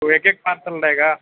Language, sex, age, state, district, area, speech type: Urdu, male, 30-45, Uttar Pradesh, Mau, urban, conversation